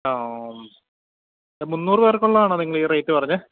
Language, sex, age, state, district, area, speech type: Malayalam, male, 30-45, Kerala, Idukki, rural, conversation